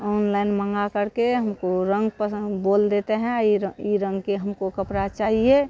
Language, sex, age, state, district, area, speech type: Hindi, female, 45-60, Bihar, Madhepura, rural, spontaneous